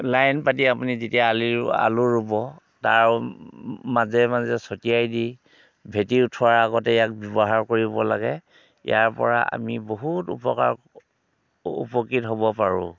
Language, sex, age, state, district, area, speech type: Assamese, male, 45-60, Assam, Dhemaji, rural, spontaneous